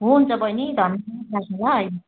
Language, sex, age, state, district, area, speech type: Nepali, female, 45-60, West Bengal, Jalpaiguri, rural, conversation